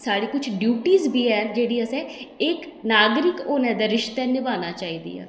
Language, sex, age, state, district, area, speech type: Dogri, female, 30-45, Jammu and Kashmir, Udhampur, rural, spontaneous